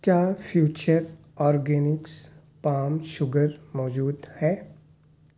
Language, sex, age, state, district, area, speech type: Urdu, male, 30-45, Delhi, South Delhi, urban, read